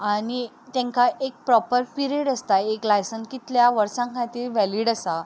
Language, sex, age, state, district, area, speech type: Goan Konkani, female, 18-30, Goa, Ponda, urban, spontaneous